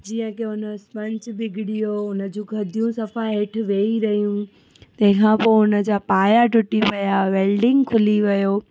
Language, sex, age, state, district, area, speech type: Sindhi, female, 18-30, Gujarat, Surat, urban, spontaneous